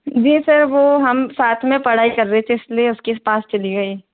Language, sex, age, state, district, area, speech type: Hindi, female, 18-30, Rajasthan, Jodhpur, urban, conversation